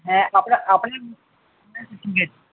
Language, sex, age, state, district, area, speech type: Bengali, male, 18-30, West Bengal, Uttar Dinajpur, urban, conversation